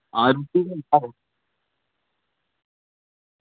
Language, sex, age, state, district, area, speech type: Dogri, male, 30-45, Jammu and Kashmir, Udhampur, rural, conversation